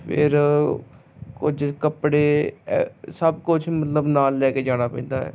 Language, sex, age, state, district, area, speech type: Punjabi, male, 30-45, Punjab, Hoshiarpur, rural, spontaneous